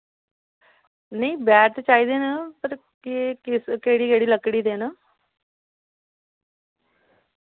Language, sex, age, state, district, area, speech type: Dogri, female, 30-45, Jammu and Kashmir, Samba, urban, conversation